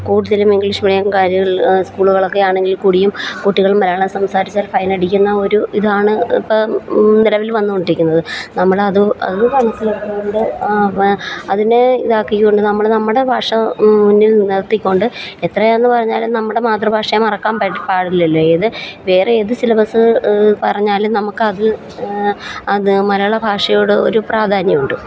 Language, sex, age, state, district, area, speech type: Malayalam, female, 30-45, Kerala, Alappuzha, rural, spontaneous